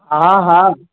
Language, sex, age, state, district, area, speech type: Sindhi, male, 18-30, Maharashtra, Mumbai Suburban, urban, conversation